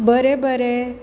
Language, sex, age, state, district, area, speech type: Goan Konkani, female, 30-45, Goa, Quepem, rural, spontaneous